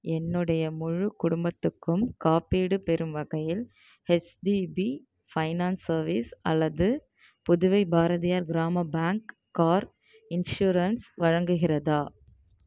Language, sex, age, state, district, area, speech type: Tamil, female, 30-45, Tamil Nadu, Tiruvarur, rural, read